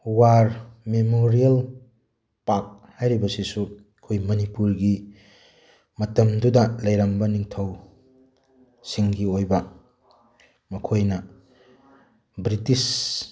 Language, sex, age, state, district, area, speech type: Manipuri, male, 30-45, Manipur, Tengnoupal, urban, spontaneous